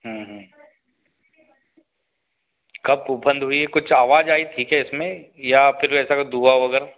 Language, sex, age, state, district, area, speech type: Hindi, male, 45-60, Madhya Pradesh, Betul, urban, conversation